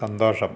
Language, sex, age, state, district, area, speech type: Malayalam, male, 45-60, Kerala, Malappuram, rural, read